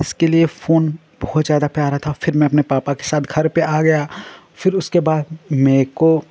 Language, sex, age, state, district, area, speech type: Hindi, male, 18-30, Uttar Pradesh, Ghazipur, rural, spontaneous